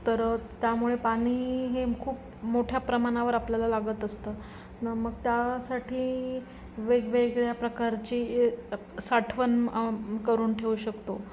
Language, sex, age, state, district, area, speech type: Marathi, female, 45-60, Maharashtra, Nanded, urban, spontaneous